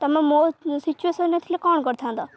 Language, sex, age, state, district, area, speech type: Odia, female, 18-30, Odisha, Kendrapara, urban, spontaneous